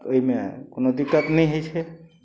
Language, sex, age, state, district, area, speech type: Maithili, male, 45-60, Bihar, Madhubani, rural, spontaneous